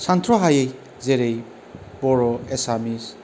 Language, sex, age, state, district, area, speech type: Bodo, male, 45-60, Assam, Kokrajhar, rural, spontaneous